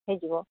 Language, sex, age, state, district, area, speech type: Odia, female, 45-60, Odisha, Sundergarh, rural, conversation